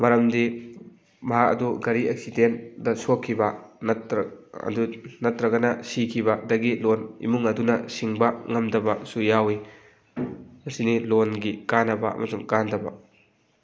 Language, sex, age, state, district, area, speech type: Manipuri, male, 18-30, Manipur, Thoubal, rural, spontaneous